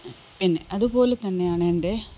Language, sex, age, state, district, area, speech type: Malayalam, female, 45-60, Kerala, Kasaragod, rural, spontaneous